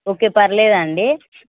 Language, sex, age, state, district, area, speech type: Telugu, female, 18-30, Telangana, Hyderabad, rural, conversation